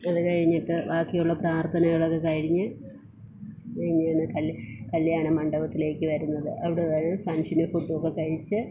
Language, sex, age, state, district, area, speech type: Malayalam, female, 30-45, Kerala, Thiruvananthapuram, rural, spontaneous